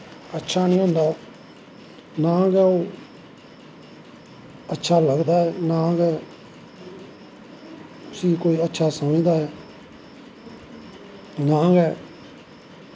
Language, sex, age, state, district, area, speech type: Dogri, male, 45-60, Jammu and Kashmir, Samba, rural, spontaneous